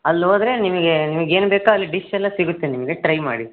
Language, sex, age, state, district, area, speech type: Kannada, male, 18-30, Karnataka, Davanagere, rural, conversation